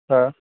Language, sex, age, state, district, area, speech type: Marathi, male, 30-45, Maharashtra, Beed, rural, conversation